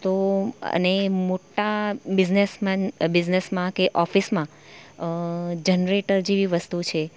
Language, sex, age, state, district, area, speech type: Gujarati, female, 30-45, Gujarat, Valsad, rural, spontaneous